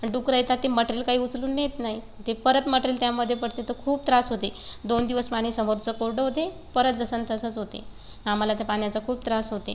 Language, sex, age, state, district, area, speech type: Marathi, female, 18-30, Maharashtra, Buldhana, rural, spontaneous